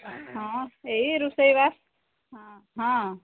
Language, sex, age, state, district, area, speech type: Odia, female, 45-60, Odisha, Sambalpur, rural, conversation